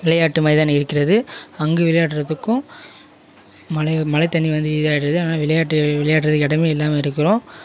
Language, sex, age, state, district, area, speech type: Tamil, male, 18-30, Tamil Nadu, Kallakurichi, rural, spontaneous